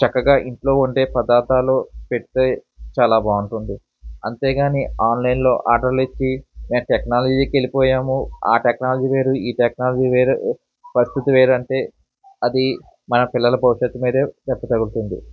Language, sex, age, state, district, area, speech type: Telugu, male, 45-60, Andhra Pradesh, Eluru, rural, spontaneous